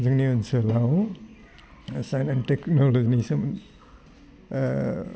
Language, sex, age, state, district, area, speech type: Bodo, male, 45-60, Assam, Udalguri, urban, spontaneous